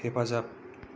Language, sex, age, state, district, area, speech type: Bodo, male, 30-45, Assam, Kokrajhar, rural, read